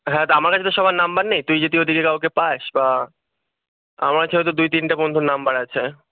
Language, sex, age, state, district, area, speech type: Bengali, male, 18-30, West Bengal, Kolkata, urban, conversation